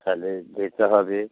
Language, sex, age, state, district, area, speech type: Bengali, male, 60+, West Bengal, Hooghly, rural, conversation